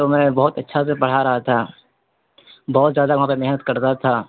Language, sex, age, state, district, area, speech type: Urdu, male, 30-45, Bihar, East Champaran, urban, conversation